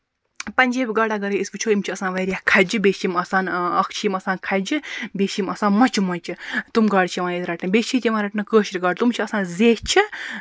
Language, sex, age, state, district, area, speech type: Kashmiri, female, 30-45, Jammu and Kashmir, Baramulla, rural, spontaneous